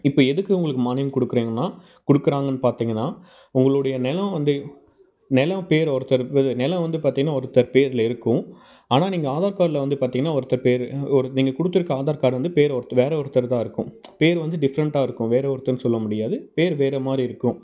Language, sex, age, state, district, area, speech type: Tamil, male, 18-30, Tamil Nadu, Dharmapuri, rural, spontaneous